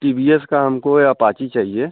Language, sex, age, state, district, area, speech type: Hindi, male, 45-60, Uttar Pradesh, Bhadohi, urban, conversation